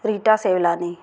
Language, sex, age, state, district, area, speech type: Sindhi, female, 45-60, Madhya Pradesh, Katni, urban, spontaneous